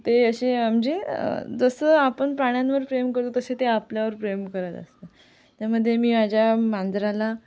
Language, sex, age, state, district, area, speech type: Marathi, female, 18-30, Maharashtra, Sindhudurg, rural, spontaneous